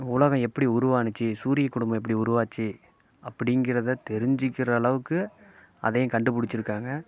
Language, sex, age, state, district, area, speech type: Tamil, male, 30-45, Tamil Nadu, Namakkal, rural, spontaneous